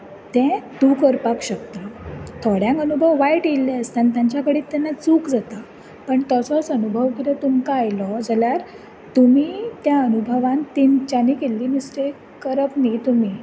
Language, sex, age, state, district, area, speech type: Goan Konkani, female, 18-30, Goa, Bardez, urban, spontaneous